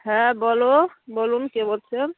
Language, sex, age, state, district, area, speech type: Bengali, female, 30-45, West Bengal, Dakshin Dinajpur, urban, conversation